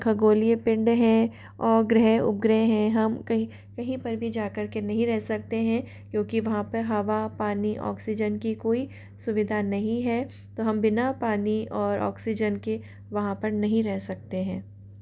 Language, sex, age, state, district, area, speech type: Hindi, male, 60+, Rajasthan, Jaipur, urban, spontaneous